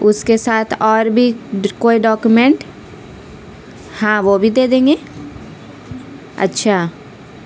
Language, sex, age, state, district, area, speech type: Urdu, female, 30-45, Bihar, Gaya, urban, spontaneous